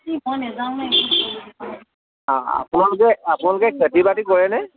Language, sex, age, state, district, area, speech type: Assamese, male, 30-45, Assam, Sivasagar, urban, conversation